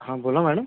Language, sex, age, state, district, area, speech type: Marathi, male, 30-45, Maharashtra, Amravati, urban, conversation